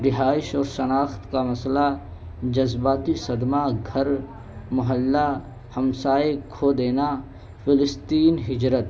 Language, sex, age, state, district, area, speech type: Urdu, male, 18-30, Uttar Pradesh, Balrampur, rural, spontaneous